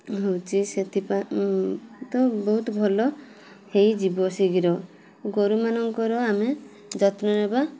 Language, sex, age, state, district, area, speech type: Odia, female, 18-30, Odisha, Mayurbhanj, rural, spontaneous